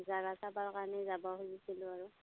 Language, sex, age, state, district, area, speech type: Assamese, female, 45-60, Assam, Darrang, rural, conversation